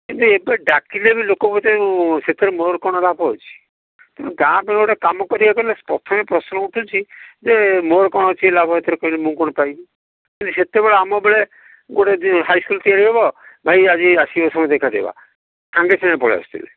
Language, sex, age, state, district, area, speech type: Odia, male, 60+, Odisha, Kalahandi, rural, conversation